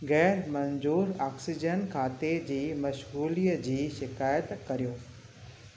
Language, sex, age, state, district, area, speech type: Sindhi, female, 60+, Maharashtra, Thane, urban, read